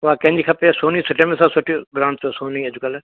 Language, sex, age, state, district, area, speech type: Sindhi, male, 60+, Maharashtra, Mumbai City, urban, conversation